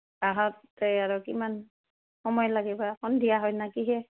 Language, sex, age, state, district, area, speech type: Assamese, female, 60+, Assam, Goalpara, urban, conversation